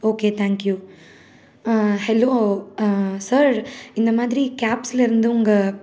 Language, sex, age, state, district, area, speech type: Tamil, female, 18-30, Tamil Nadu, Salem, urban, spontaneous